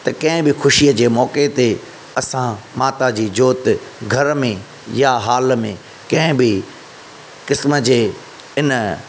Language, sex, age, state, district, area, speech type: Sindhi, male, 30-45, Maharashtra, Thane, urban, spontaneous